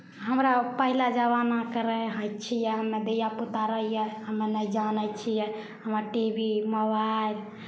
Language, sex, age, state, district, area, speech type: Maithili, female, 18-30, Bihar, Samastipur, rural, spontaneous